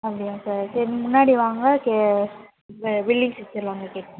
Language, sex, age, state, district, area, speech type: Tamil, female, 18-30, Tamil Nadu, Madurai, urban, conversation